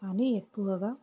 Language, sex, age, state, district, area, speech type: Telugu, female, 45-60, Telangana, Peddapalli, urban, spontaneous